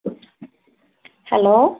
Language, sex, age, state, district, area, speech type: Assamese, female, 30-45, Assam, Nagaon, rural, conversation